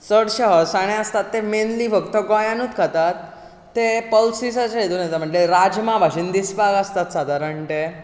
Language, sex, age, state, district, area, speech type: Goan Konkani, male, 18-30, Goa, Bardez, rural, spontaneous